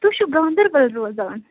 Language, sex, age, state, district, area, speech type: Kashmiri, female, 30-45, Jammu and Kashmir, Ganderbal, rural, conversation